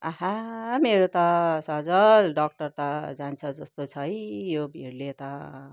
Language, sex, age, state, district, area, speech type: Nepali, female, 60+, West Bengal, Kalimpong, rural, spontaneous